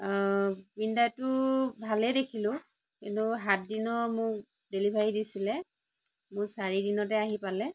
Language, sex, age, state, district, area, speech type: Assamese, female, 30-45, Assam, Lakhimpur, rural, spontaneous